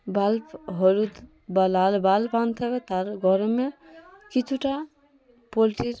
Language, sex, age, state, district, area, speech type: Bengali, female, 18-30, West Bengal, Cooch Behar, urban, spontaneous